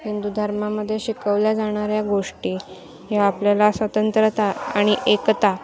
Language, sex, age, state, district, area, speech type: Marathi, female, 18-30, Maharashtra, Ratnagiri, urban, spontaneous